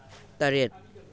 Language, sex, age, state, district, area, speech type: Manipuri, male, 18-30, Manipur, Thoubal, rural, read